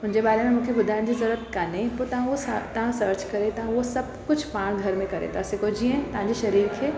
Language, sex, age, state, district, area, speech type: Sindhi, female, 30-45, Gujarat, Surat, urban, spontaneous